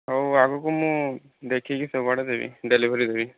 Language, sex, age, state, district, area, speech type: Odia, male, 30-45, Odisha, Boudh, rural, conversation